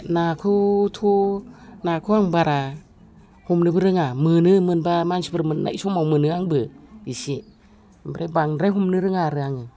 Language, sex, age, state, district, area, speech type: Bodo, female, 60+, Assam, Udalguri, rural, spontaneous